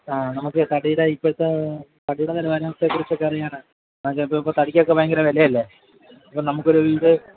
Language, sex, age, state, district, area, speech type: Malayalam, male, 30-45, Kerala, Alappuzha, urban, conversation